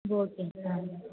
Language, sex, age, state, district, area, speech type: Sanskrit, female, 18-30, Kerala, Thrissur, urban, conversation